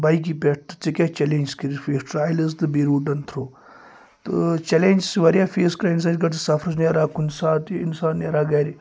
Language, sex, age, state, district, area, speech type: Kashmiri, male, 30-45, Jammu and Kashmir, Kupwara, rural, spontaneous